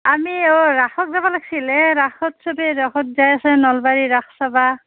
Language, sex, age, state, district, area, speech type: Assamese, female, 45-60, Assam, Nalbari, rural, conversation